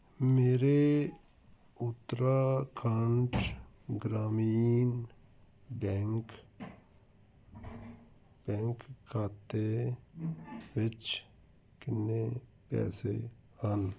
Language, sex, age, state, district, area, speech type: Punjabi, male, 45-60, Punjab, Fazilka, rural, read